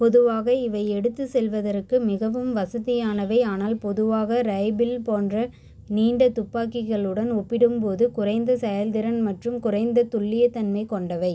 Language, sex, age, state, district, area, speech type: Tamil, female, 18-30, Tamil Nadu, Cuddalore, rural, read